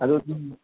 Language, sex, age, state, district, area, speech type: Manipuri, male, 18-30, Manipur, Thoubal, rural, conversation